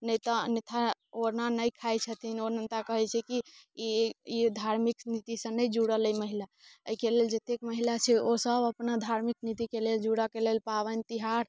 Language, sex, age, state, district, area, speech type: Maithili, female, 18-30, Bihar, Muzaffarpur, urban, spontaneous